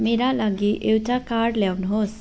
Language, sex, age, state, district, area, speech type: Nepali, female, 45-60, West Bengal, Darjeeling, rural, read